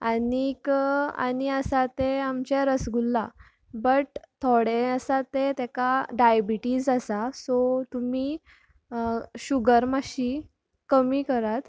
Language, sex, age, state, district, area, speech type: Goan Konkani, female, 18-30, Goa, Canacona, rural, spontaneous